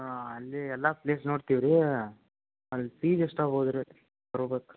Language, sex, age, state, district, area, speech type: Kannada, male, 18-30, Karnataka, Gadag, urban, conversation